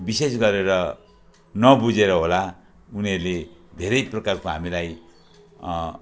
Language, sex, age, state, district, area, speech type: Nepali, male, 60+, West Bengal, Jalpaiguri, rural, spontaneous